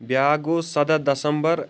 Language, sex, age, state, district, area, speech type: Kashmiri, male, 18-30, Jammu and Kashmir, Shopian, rural, spontaneous